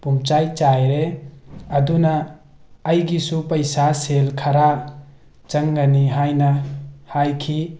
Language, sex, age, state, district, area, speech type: Manipuri, male, 30-45, Manipur, Tengnoupal, urban, spontaneous